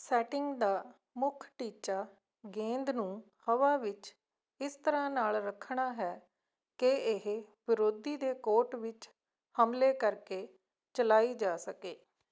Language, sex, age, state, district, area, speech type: Punjabi, female, 45-60, Punjab, Fatehgarh Sahib, rural, read